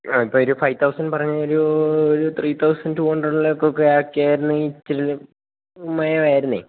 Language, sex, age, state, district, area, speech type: Malayalam, male, 18-30, Kerala, Idukki, rural, conversation